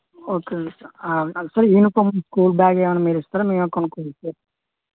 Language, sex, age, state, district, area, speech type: Telugu, male, 45-60, Andhra Pradesh, Vizianagaram, rural, conversation